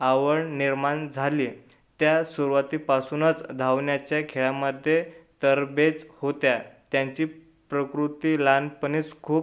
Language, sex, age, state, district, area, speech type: Marathi, male, 18-30, Maharashtra, Buldhana, urban, spontaneous